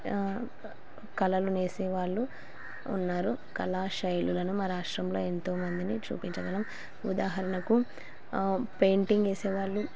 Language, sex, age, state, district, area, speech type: Telugu, female, 30-45, Andhra Pradesh, Kurnool, rural, spontaneous